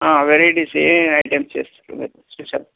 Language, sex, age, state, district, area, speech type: Telugu, male, 30-45, Telangana, Nagarkurnool, urban, conversation